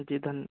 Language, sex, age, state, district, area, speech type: Hindi, male, 18-30, Madhya Pradesh, Bhopal, rural, conversation